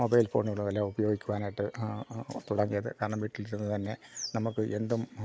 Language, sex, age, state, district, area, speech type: Malayalam, male, 45-60, Kerala, Kottayam, rural, spontaneous